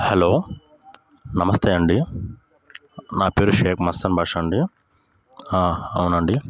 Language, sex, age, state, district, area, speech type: Telugu, male, 18-30, Andhra Pradesh, Bapatla, urban, spontaneous